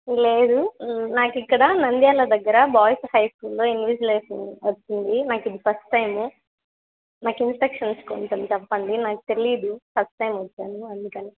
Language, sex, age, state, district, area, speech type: Telugu, female, 30-45, Andhra Pradesh, Nandyal, rural, conversation